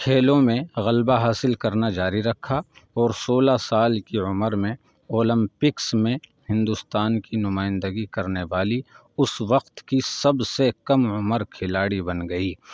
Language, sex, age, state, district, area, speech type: Urdu, male, 30-45, Uttar Pradesh, Saharanpur, urban, spontaneous